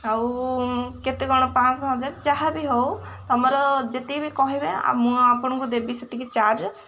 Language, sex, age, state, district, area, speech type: Odia, female, 18-30, Odisha, Kendrapara, urban, spontaneous